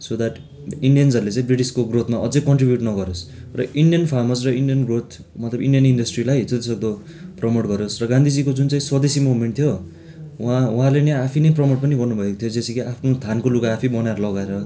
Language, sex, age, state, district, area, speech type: Nepali, male, 18-30, West Bengal, Darjeeling, rural, spontaneous